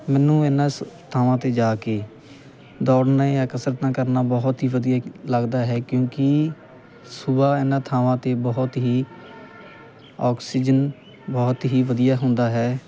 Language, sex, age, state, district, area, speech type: Punjabi, male, 18-30, Punjab, Muktsar, rural, spontaneous